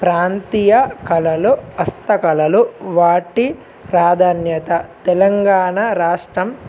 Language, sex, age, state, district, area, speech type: Telugu, male, 18-30, Telangana, Adilabad, urban, spontaneous